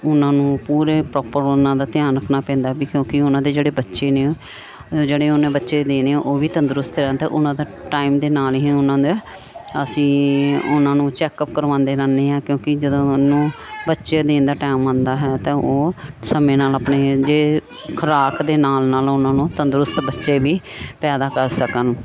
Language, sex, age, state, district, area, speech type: Punjabi, female, 45-60, Punjab, Gurdaspur, urban, spontaneous